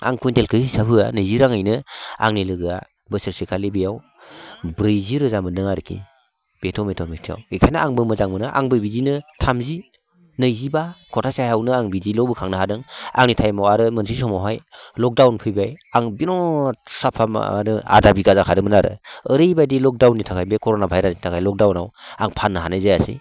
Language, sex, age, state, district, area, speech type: Bodo, male, 45-60, Assam, Baksa, rural, spontaneous